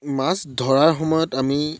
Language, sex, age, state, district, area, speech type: Assamese, male, 18-30, Assam, Dhemaji, rural, spontaneous